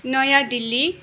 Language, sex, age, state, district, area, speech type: Nepali, female, 45-60, West Bengal, Darjeeling, rural, read